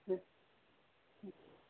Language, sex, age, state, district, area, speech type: Urdu, female, 30-45, Uttar Pradesh, Ghaziabad, urban, conversation